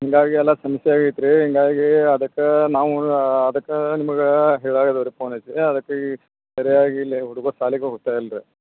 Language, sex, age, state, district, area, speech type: Kannada, male, 30-45, Karnataka, Belgaum, rural, conversation